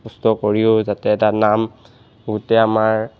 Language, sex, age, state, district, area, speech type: Assamese, male, 18-30, Assam, Charaideo, urban, spontaneous